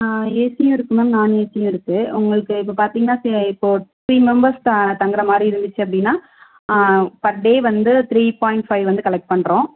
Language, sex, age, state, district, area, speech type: Tamil, female, 30-45, Tamil Nadu, Tiruvarur, rural, conversation